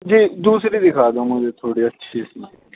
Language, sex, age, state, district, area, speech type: Urdu, male, 30-45, Uttar Pradesh, Saharanpur, urban, conversation